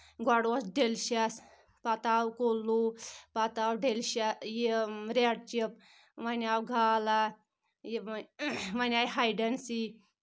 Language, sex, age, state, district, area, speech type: Kashmiri, female, 18-30, Jammu and Kashmir, Anantnag, rural, spontaneous